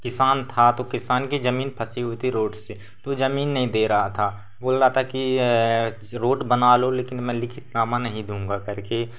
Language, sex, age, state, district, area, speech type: Hindi, male, 18-30, Madhya Pradesh, Seoni, urban, spontaneous